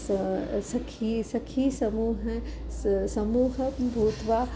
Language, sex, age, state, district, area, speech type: Sanskrit, female, 45-60, Tamil Nadu, Kanyakumari, urban, spontaneous